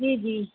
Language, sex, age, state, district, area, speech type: Urdu, female, 30-45, Uttar Pradesh, Rampur, urban, conversation